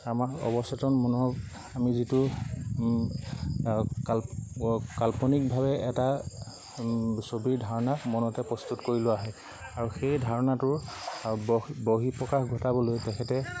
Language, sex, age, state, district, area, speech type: Assamese, male, 30-45, Assam, Lakhimpur, rural, spontaneous